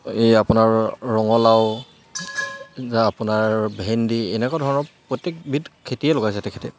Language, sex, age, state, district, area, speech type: Assamese, male, 30-45, Assam, Charaideo, urban, spontaneous